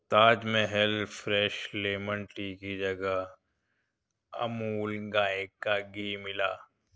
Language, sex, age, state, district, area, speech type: Urdu, male, 30-45, Delhi, Central Delhi, urban, read